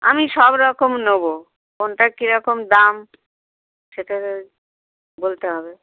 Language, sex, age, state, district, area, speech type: Bengali, female, 60+, West Bengal, Dakshin Dinajpur, rural, conversation